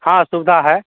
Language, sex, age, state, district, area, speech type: Hindi, male, 45-60, Bihar, Samastipur, urban, conversation